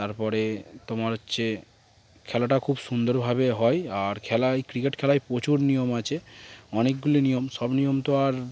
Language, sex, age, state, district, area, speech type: Bengali, male, 18-30, West Bengal, Darjeeling, urban, spontaneous